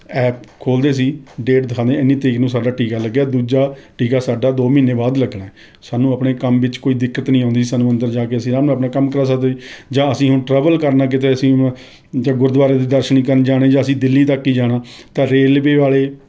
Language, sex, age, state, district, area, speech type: Punjabi, male, 30-45, Punjab, Rupnagar, rural, spontaneous